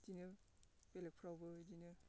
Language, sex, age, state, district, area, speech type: Bodo, male, 18-30, Assam, Baksa, rural, spontaneous